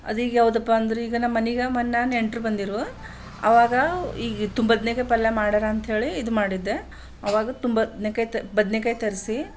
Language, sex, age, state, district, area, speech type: Kannada, female, 45-60, Karnataka, Bidar, urban, spontaneous